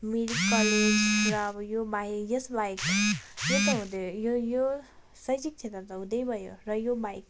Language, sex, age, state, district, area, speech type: Nepali, female, 30-45, West Bengal, Darjeeling, rural, spontaneous